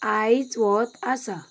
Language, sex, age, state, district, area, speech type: Goan Konkani, female, 18-30, Goa, Quepem, rural, read